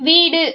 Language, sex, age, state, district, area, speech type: Tamil, female, 18-30, Tamil Nadu, Cuddalore, rural, read